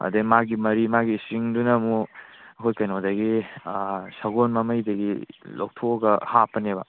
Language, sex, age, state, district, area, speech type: Manipuri, male, 18-30, Manipur, Kangpokpi, urban, conversation